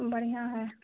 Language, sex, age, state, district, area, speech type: Maithili, female, 18-30, Bihar, Purnia, rural, conversation